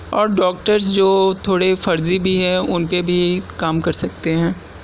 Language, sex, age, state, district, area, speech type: Urdu, male, 18-30, Delhi, South Delhi, urban, spontaneous